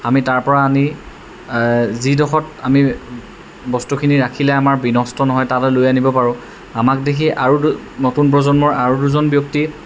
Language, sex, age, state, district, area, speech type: Assamese, male, 18-30, Assam, Jorhat, urban, spontaneous